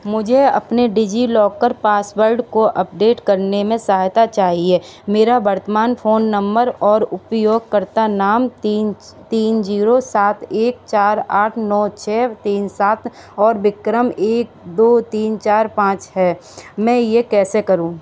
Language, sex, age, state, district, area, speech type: Hindi, female, 45-60, Uttar Pradesh, Sitapur, rural, read